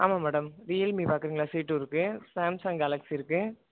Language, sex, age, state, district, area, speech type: Tamil, male, 18-30, Tamil Nadu, Tiruvarur, rural, conversation